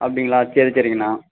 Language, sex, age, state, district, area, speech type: Tamil, male, 18-30, Tamil Nadu, Namakkal, rural, conversation